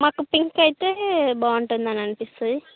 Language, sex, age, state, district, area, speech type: Telugu, female, 60+, Andhra Pradesh, Srikakulam, urban, conversation